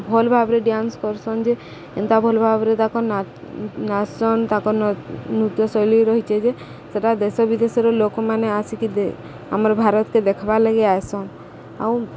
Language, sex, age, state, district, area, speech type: Odia, female, 30-45, Odisha, Subarnapur, urban, spontaneous